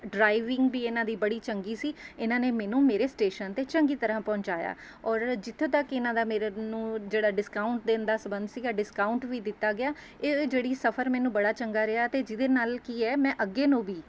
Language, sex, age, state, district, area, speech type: Punjabi, female, 30-45, Punjab, Mohali, urban, spontaneous